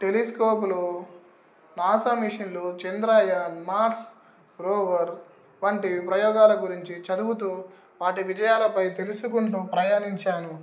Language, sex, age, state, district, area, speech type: Telugu, male, 18-30, Telangana, Nizamabad, urban, spontaneous